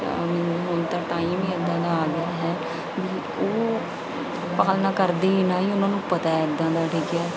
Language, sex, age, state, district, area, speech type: Punjabi, female, 30-45, Punjab, Bathinda, urban, spontaneous